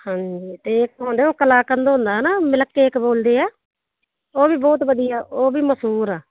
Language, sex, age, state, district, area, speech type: Punjabi, female, 45-60, Punjab, Muktsar, urban, conversation